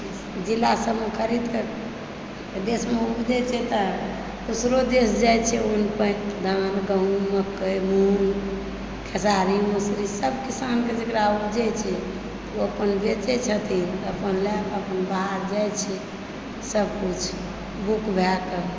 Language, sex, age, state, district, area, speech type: Maithili, female, 45-60, Bihar, Supaul, rural, spontaneous